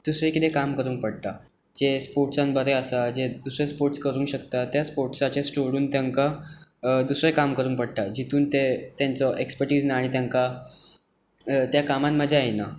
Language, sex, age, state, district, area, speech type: Goan Konkani, male, 18-30, Goa, Tiswadi, rural, spontaneous